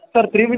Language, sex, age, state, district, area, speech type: Kannada, male, 18-30, Karnataka, Bellary, rural, conversation